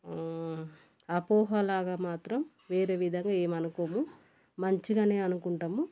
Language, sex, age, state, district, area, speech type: Telugu, female, 30-45, Telangana, Warangal, rural, spontaneous